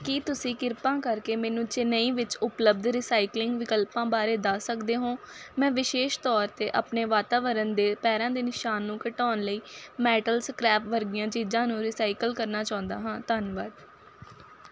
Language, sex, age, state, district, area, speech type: Punjabi, female, 18-30, Punjab, Faridkot, urban, read